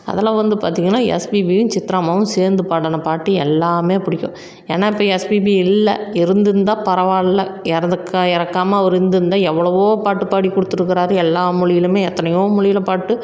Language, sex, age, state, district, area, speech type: Tamil, female, 45-60, Tamil Nadu, Salem, rural, spontaneous